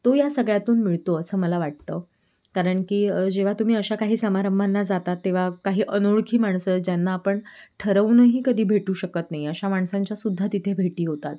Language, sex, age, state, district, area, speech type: Marathi, female, 18-30, Maharashtra, Sindhudurg, rural, spontaneous